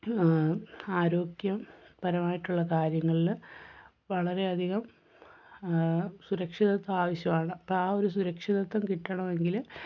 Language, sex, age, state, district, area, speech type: Malayalam, female, 18-30, Kerala, Kozhikode, rural, spontaneous